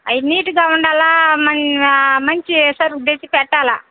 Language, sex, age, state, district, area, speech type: Telugu, female, 60+, Andhra Pradesh, Nellore, rural, conversation